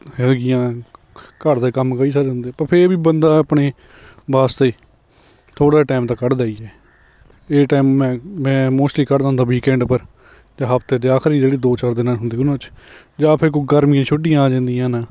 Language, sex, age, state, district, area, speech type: Punjabi, male, 30-45, Punjab, Hoshiarpur, rural, spontaneous